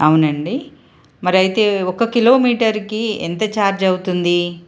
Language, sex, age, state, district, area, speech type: Telugu, female, 45-60, Telangana, Ranga Reddy, urban, spontaneous